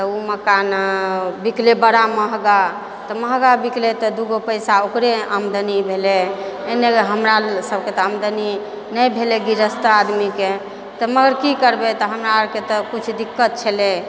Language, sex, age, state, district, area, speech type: Maithili, female, 45-60, Bihar, Purnia, rural, spontaneous